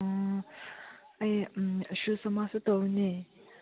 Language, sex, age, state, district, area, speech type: Manipuri, female, 18-30, Manipur, Senapati, urban, conversation